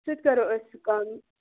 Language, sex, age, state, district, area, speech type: Kashmiri, female, 30-45, Jammu and Kashmir, Ganderbal, rural, conversation